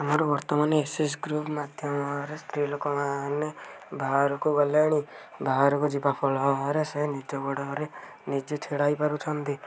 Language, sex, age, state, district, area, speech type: Odia, male, 18-30, Odisha, Kendujhar, urban, spontaneous